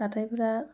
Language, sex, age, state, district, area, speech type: Bodo, female, 18-30, Assam, Kokrajhar, rural, spontaneous